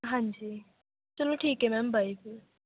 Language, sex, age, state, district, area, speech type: Punjabi, female, 18-30, Punjab, Mansa, rural, conversation